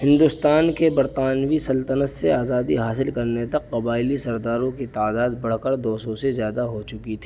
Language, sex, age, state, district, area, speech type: Urdu, male, 18-30, Uttar Pradesh, Saharanpur, urban, read